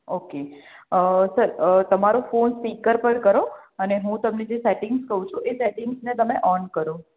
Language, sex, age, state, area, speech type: Gujarati, female, 30-45, Gujarat, urban, conversation